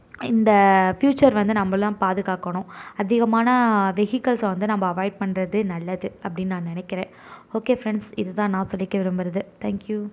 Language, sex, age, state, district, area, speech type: Tamil, female, 18-30, Tamil Nadu, Tiruvarur, urban, spontaneous